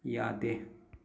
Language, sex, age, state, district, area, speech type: Manipuri, male, 30-45, Manipur, Thoubal, rural, read